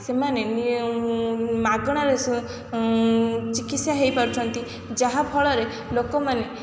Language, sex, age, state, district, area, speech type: Odia, female, 18-30, Odisha, Kendrapara, urban, spontaneous